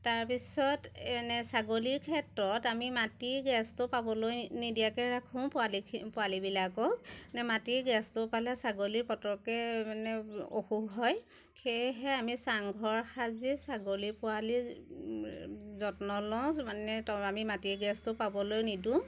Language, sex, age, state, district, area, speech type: Assamese, female, 30-45, Assam, Majuli, urban, spontaneous